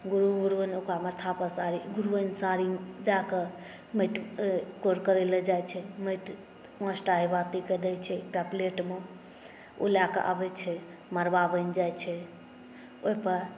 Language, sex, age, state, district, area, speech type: Maithili, female, 18-30, Bihar, Saharsa, urban, spontaneous